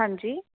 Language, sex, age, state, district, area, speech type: Punjabi, female, 30-45, Punjab, Fatehgarh Sahib, urban, conversation